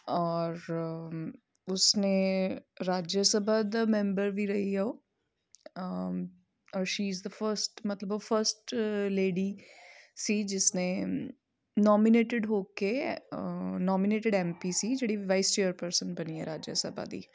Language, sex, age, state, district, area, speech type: Punjabi, female, 30-45, Punjab, Amritsar, urban, spontaneous